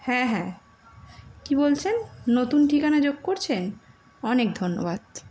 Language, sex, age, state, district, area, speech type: Bengali, female, 18-30, West Bengal, Howrah, urban, spontaneous